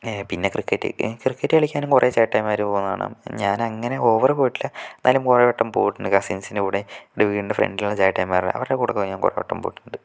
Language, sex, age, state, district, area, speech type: Malayalam, male, 18-30, Kerala, Kozhikode, urban, spontaneous